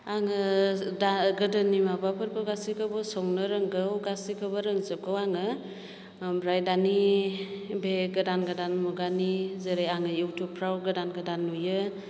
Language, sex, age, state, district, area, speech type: Bodo, female, 45-60, Assam, Chirang, rural, spontaneous